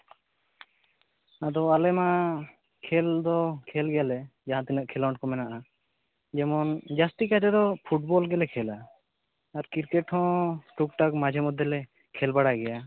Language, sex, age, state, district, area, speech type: Santali, male, 18-30, West Bengal, Jhargram, rural, conversation